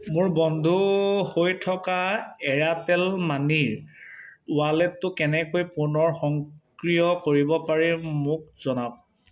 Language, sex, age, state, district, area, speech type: Assamese, male, 18-30, Assam, Sivasagar, rural, read